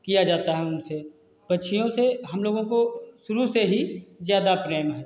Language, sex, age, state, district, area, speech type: Hindi, male, 45-60, Uttar Pradesh, Hardoi, rural, spontaneous